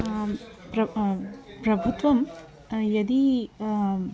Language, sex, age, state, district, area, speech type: Sanskrit, female, 30-45, Andhra Pradesh, Krishna, urban, spontaneous